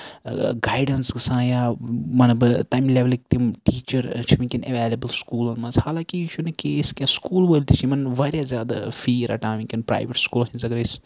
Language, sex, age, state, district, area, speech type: Kashmiri, male, 45-60, Jammu and Kashmir, Srinagar, urban, spontaneous